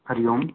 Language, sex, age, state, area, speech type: Sanskrit, male, 18-30, Haryana, rural, conversation